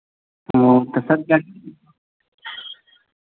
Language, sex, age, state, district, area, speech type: Hindi, male, 18-30, Bihar, Vaishali, rural, conversation